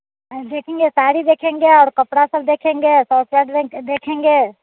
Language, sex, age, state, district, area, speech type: Hindi, female, 45-60, Bihar, Muzaffarpur, urban, conversation